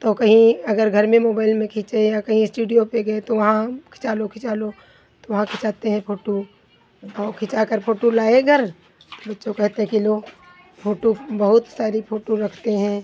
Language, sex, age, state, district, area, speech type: Hindi, female, 45-60, Uttar Pradesh, Hardoi, rural, spontaneous